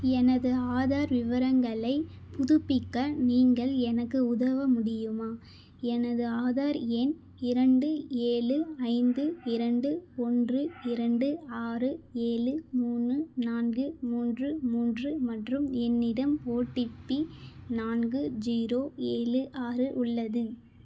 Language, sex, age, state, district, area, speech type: Tamil, female, 18-30, Tamil Nadu, Vellore, urban, read